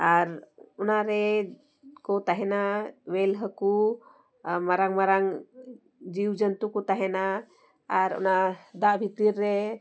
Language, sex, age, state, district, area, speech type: Santali, female, 45-60, Jharkhand, Bokaro, rural, spontaneous